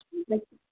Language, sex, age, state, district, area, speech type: Odia, female, 18-30, Odisha, Sundergarh, urban, conversation